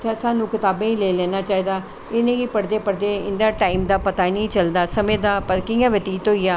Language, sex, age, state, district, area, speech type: Dogri, female, 60+, Jammu and Kashmir, Jammu, urban, spontaneous